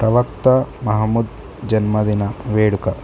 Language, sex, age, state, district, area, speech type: Telugu, male, 18-30, Telangana, Hanamkonda, urban, spontaneous